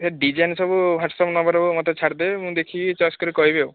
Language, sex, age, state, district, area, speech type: Odia, male, 30-45, Odisha, Puri, urban, conversation